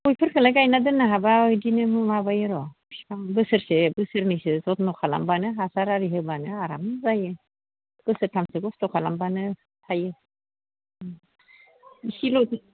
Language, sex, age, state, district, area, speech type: Bodo, female, 45-60, Assam, Baksa, rural, conversation